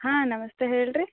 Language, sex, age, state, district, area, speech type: Kannada, female, 18-30, Karnataka, Gulbarga, urban, conversation